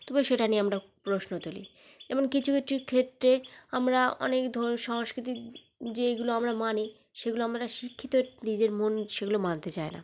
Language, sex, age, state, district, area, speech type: Bengali, female, 30-45, West Bengal, South 24 Parganas, rural, spontaneous